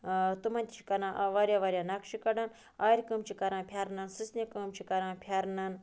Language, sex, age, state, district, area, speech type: Kashmiri, female, 30-45, Jammu and Kashmir, Budgam, rural, spontaneous